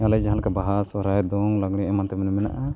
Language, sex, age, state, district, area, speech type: Santali, male, 45-60, Odisha, Mayurbhanj, rural, spontaneous